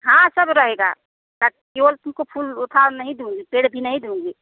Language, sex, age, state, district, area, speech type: Hindi, female, 45-60, Uttar Pradesh, Jaunpur, rural, conversation